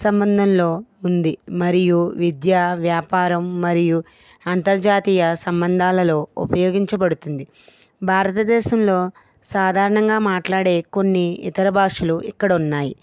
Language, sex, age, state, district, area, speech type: Telugu, female, 45-60, Andhra Pradesh, East Godavari, rural, spontaneous